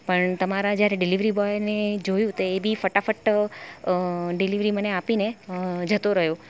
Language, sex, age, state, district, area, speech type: Gujarati, female, 30-45, Gujarat, Valsad, rural, spontaneous